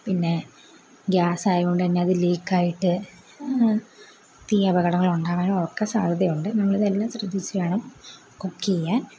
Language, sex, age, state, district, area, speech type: Malayalam, female, 18-30, Kerala, Kottayam, rural, spontaneous